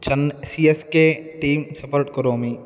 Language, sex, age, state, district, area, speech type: Sanskrit, male, 18-30, Karnataka, Dharwad, urban, spontaneous